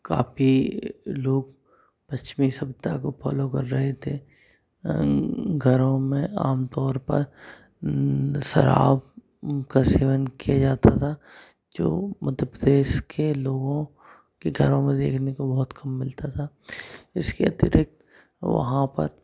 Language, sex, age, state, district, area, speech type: Hindi, male, 18-30, Madhya Pradesh, Bhopal, urban, spontaneous